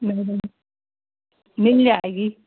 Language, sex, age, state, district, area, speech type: Hindi, female, 60+, Madhya Pradesh, Gwalior, rural, conversation